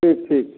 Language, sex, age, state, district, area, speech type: Hindi, male, 45-60, Bihar, Samastipur, rural, conversation